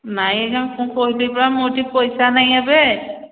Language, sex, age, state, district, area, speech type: Odia, female, 45-60, Odisha, Angul, rural, conversation